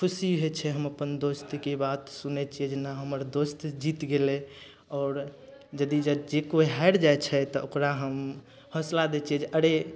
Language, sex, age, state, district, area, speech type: Maithili, male, 18-30, Bihar, Madhepura, rural, spontaneous